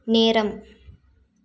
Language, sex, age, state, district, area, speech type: Tamil, female, 18-30, Tamil Nadu, Nilgiris, rural, read